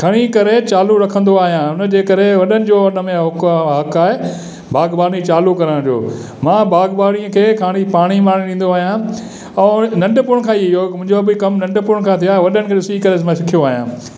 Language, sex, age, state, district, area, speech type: Sindhi, male, 60+, Gujarat, Kutch, rural, spontaneous